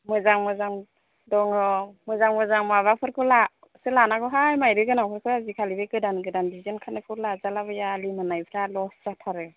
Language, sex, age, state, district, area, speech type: Bodo, female, 30-45, Assam, Chirang, urban, conversation